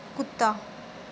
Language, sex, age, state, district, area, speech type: Punjabi, female, 18-30, Punjab, Gurdaspur, rural, read